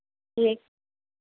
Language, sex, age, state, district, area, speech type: Hindi, female, 45-60, Uttar Pradesh, Varanasi, rural, conversation